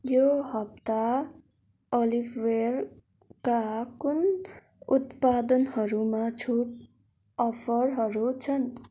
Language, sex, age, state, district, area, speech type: Nepali, female, 18-30, West Bengal, Darjeeling, rural, read